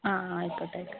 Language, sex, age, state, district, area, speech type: Malayalam, female, 18-30, Kerala, Wayanad, rural, conversation